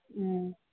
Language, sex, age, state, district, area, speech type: Manipuri, female, 60+, Manipur, Thoubal, rural, conversation